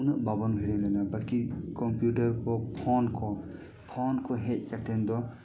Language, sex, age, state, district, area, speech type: Santali, male, 18-30, Jharkhand, East Singhbhum, rural, spontaneous